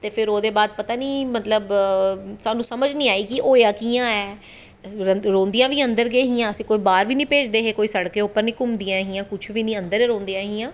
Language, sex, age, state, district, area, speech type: Dogri, female, 30-45, Jammu and Kashmir, Jammu, urban, spontaneous